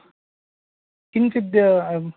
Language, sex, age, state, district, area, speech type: Sanskrit, male, 45-60, Karnataka, Udupi, rural, conversation